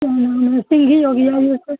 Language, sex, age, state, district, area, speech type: Urdu, male, 30-45, Bihar, Supaul, rural, conversation